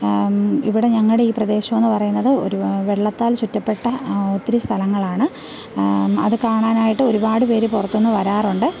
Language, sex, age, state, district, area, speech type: Malayalam, female, 30-45, Kerala, Thiruvananthapuram, rural, spontaneous